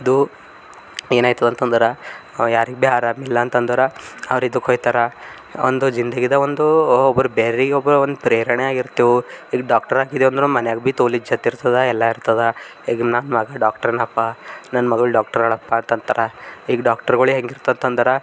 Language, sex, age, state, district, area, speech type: Kannada, male, 18-30, Karnataka, Bidar, urban, spontaneous